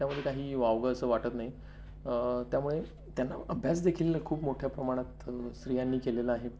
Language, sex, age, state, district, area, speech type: Marathi, male, 30-45, Maharashtra, Palghar, rural, spontaneous